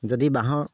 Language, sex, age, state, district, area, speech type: Assamese, male, 30-45, Assam, Sivasagar, rural, spontaneous